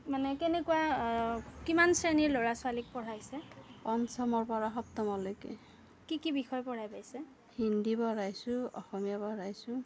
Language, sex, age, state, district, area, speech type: Assamese, female, 45-60, Assam, Darrang, rural, spontaneous